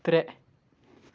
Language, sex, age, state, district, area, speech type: Kashmiri, male, 18-30, Jammu and Kashmir, Pulwama, urban, read